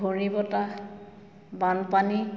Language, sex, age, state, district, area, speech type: Assamese, female, 45-60, Assam, Majuli, urban, spontaneous